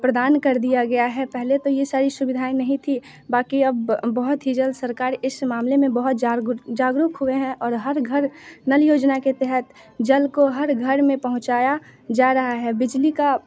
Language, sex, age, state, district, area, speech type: Hindi, female, 18-30, Bihar, Muzaffarpur, rural, spontaneous